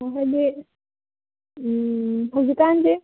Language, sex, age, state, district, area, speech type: Manipuri, female, 30-45, Manipur, Kangpokpi, urban, conversation